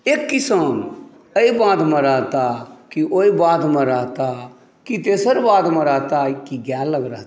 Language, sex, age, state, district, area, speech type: Maithili, male, 45-60, Bihar, Saharsa, urban, spontaneous